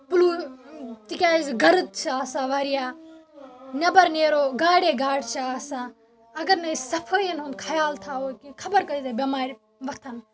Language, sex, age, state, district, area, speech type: Kashmiri, female, 45-60, Jammu and Kashmir, Baramulla, rural, spontaneous